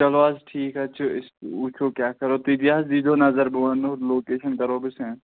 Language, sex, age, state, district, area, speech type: Kashmiri, male, 18-30, Jammu and Kashmir, Pulwama, rural, conversation